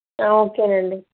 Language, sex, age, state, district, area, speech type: Telugu, female, 18-30, Telangana, Peddapalli, rural, conversation